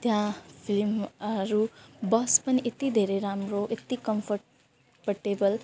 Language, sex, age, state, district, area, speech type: Nepali, female, 18-30, West Bengal, Jalpaiguri, rural, spontaneous